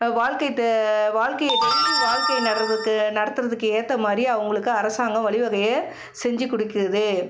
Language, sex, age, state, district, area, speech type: Tamil, female, 45-60, Tamil Nadu, Cuddalore, rural, spontaneous